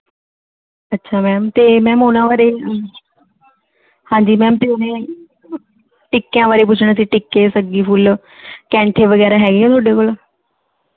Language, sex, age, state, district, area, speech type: Punjabi, female, 18-30, Punjab, Mohali, rural, conversation